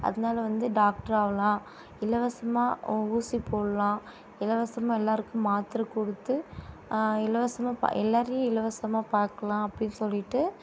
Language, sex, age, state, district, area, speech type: Tamil, female, 18-30, Tamil Nadu, Tirupattur, urban, spontaneous